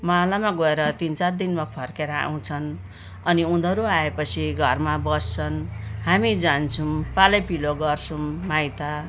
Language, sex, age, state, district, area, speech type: Nepali, female, 60+, West Bengal, Jalpaiguri, urban, spontaneous